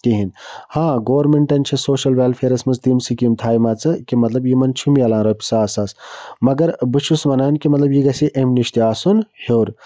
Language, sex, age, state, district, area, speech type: Kashmiri, male, 60+, Jammu and Kashmir, Budgam, rural, spontaneous